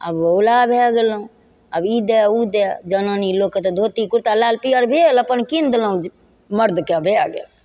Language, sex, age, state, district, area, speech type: Maithili, female, 60+, Bihar, Begusarai, rural, spontaneous